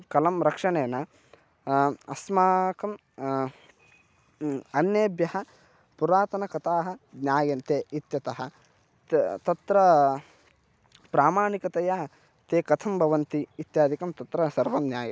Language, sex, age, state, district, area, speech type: Sanskrit, male, 18-30, Karnataka, Bagalkot, rural, spontaneous